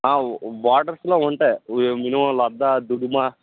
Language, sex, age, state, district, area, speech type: Telugu, male, 30-45, Andhra Pradesh, Srikakulam, urban, conversation